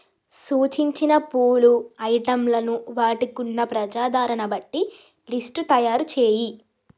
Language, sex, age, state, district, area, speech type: Telugu, female, 18-30, Telangana, Jagtial, urban, read